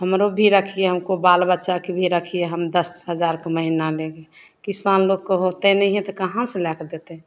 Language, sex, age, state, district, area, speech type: Maithili, female, 30-45, Bihar, Begusarai, rural, spontaneous